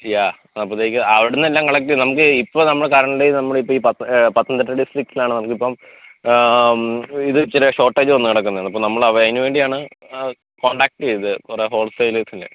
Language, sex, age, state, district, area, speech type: Malayalam, male, 30-45, Kerala, Pathanamthitta, rural, conversation